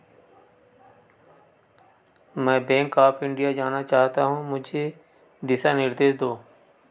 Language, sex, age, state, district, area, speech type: Hindi, male, 45-60, Madhya Pradesh, Betul, rural, read